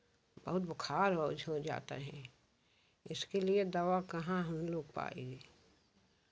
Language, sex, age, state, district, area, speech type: Hindi, female, 60+, Uttar Pradesh, Jaunpur, rural, spontaneous